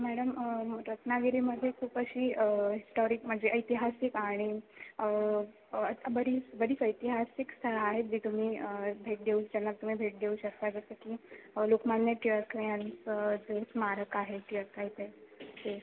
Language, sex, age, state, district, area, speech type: Marathi, female, 18-30, Maharashtra, Ratnagiri, rural, conversation